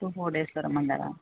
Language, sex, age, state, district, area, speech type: Telugu, female, 45-60, Andhra Pradesh, Krishna, urban, conversation